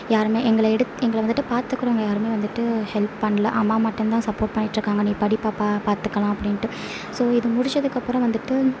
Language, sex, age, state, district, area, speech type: Tamil, female, 18-30, Tamil Nadu, Sivaganga, rural, spontaneous